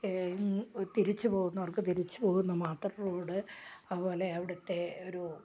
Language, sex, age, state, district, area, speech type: Malayalam, female, 60+, Kerala, Malappuram, rural, spontaneous